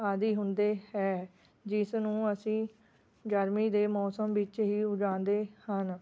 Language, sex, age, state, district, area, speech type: Punjabi, female, 30-45, Punjab, Rupnagar, rural, spontaneous